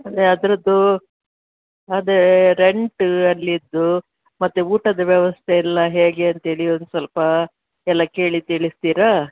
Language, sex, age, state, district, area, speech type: Kannada, female, 60+, Karnataka, Udupi, rural, conversation